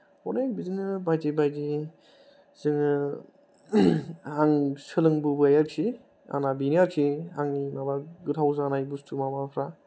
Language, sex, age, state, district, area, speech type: Bodo, male, 30-45, Assam, Kokrajhar, rural, spontaneous